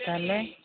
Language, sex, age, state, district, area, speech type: Odia, female, 45-60, Odisha, Nayagarh, rural, conversation